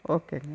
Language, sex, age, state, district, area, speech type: Tamil, female, 60+, Tamil Nadu, Erode, rural, spontaneous